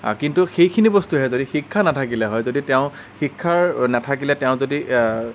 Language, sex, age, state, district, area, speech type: Assamese, male, 30-45, Assam, Nagaon, rural, spontaneous